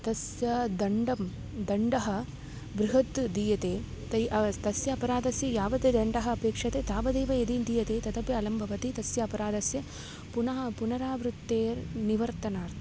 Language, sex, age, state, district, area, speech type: Sanskrit, female, 18-30, Tamil Nadu, Tiruchirappalli, urban, spontaneous